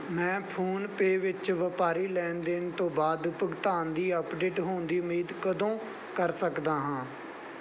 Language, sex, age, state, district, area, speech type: Punjabi, male, 18-30, Punjab, Bathinda, rural, read